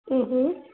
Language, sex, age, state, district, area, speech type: Kannada, female, 18-30, Karnataka, Chitradurga, urban, conversation